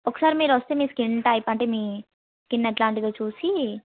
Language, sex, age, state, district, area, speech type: Telugu, female, 18-30, Telangana, Suryapet, urban, conversation